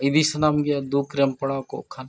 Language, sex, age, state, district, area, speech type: Santali, male, 60+, Odisha, Mayurbhanj, rural, spontaneous